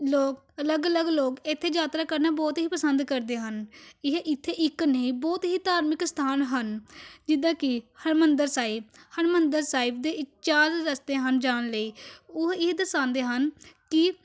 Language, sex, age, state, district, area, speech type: Punjabi, female, 18-30, Punjab, Amritsar, urban, spontaneous